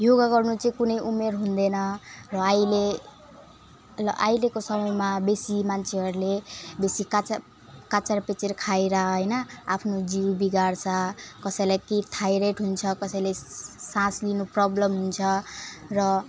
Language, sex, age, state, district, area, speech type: Nepali, female, 18-30, West Bengal, Alipurduar, urban, spontaneous